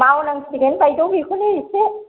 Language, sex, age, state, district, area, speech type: Bodo, female, 60+, Assam, Kokrajhar, rural, conversation